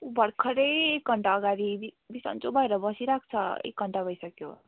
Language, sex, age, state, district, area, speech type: Nepali, female, 18-30, West Bengal, Darjeeling, rural, conversation